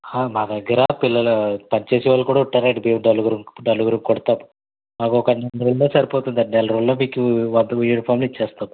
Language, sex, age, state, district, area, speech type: Telugu, male, 30-45, Andhra Pradesh, Konaseema, rural, conversation